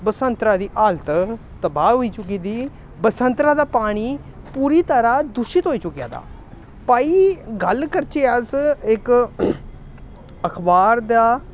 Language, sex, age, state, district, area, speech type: Dogri, male, 18-30, Jammu and Kashmir, Samba, urban, spontaneous